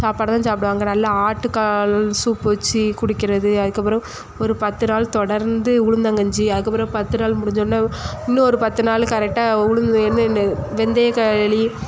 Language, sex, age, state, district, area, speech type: Tamil, female, 18-30, Tamil Nadu, Thoothukudi, rural, spontaneous